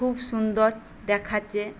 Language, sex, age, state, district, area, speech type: Bengali, female, 45-60, West Bengal, Paschim Medinipur, rural, spontaneous